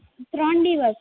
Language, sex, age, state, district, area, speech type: Gujarati, female, 18-30, Gujarat, Valsad, rural, conversation